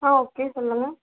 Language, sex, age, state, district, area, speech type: Tamil, female, 18-30, Tamil Nadu, Mayiladuthurai, urban, conversation